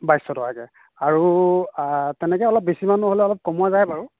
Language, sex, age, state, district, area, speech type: Assamese, male, 45-60, Assam, Nagaon, rural, conversation